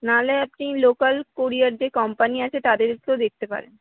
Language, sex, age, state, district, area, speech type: Bengali, female, 18-30, West Bengal, Howrah, urban, conversation